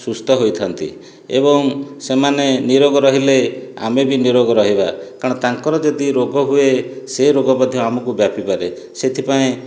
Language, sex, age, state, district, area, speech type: Odia, male, 45-60, Odisha, Dhenkanal, rural, spontaneous